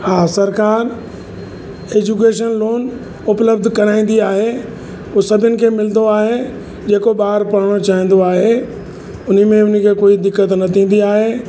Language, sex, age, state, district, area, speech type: Sindhi, male, 60+, Uttar Pradesh, Lucknow, rural, spontaneous